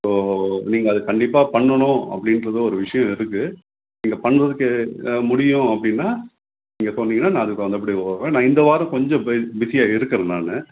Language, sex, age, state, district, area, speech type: Tamil, male, 60+, Tamil Nadu, Tenkasi, rural, conversation